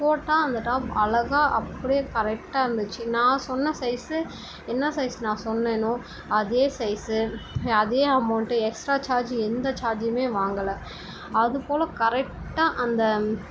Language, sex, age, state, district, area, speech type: Tamil, female, 18-30, Tamil Nadu, Chennai, urban, spontaneous